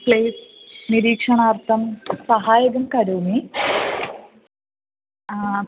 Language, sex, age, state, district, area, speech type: Sanskrit, female, 18-30, Kerala, Thrissur, rural, conversation